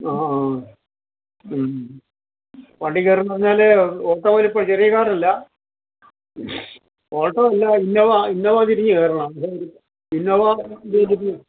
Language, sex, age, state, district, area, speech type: Malayalam, male, 60+, Kerala, Alappuzha, rural, conversation